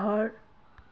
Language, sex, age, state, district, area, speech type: Assamese, female, 30-45, Assam, Sivasagar, urban, read